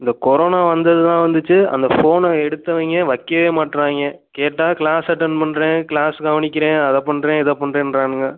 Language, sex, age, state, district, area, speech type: Tamil, male, 18-30, Tamil Nadu, Pudukkottai, rural, conversation